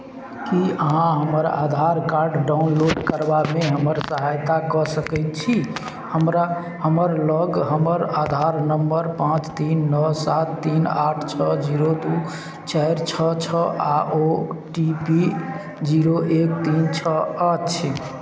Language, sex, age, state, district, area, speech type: Maithili, male, 45-60, Bihar, Madhubani, rural, read